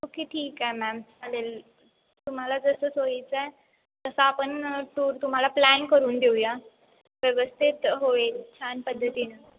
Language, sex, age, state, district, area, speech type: Marathi, female, 18-30, Maharashtra, Kolhapur, urban, conversation